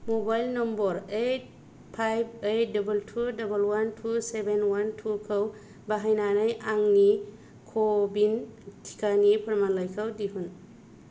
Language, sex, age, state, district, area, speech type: Bodo, female, 30-45, Assam, Kokrajhar, rural, read